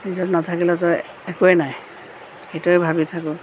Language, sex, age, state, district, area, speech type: Assamese, female, 45-60, Assam, Tinsukia, rural, spontaneous